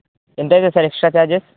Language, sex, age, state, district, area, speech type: Telugu, male, 18-30, Telangana, Nalgonda, urban, conversation